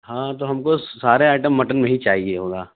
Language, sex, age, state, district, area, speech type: Urdu, male, 18-30, Delhi, Central Delhi, urban, conversation